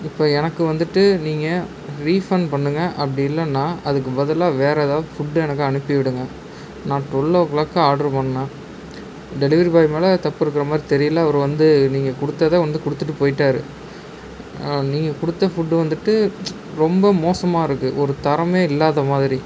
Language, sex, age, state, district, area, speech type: Tamil, male, 30-45, Tamil Nadu, Ariyalur, rural, spontaneous